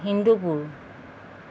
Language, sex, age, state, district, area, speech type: Assamese, female, 45-60, Assam, Golaghat, urban, spontaneous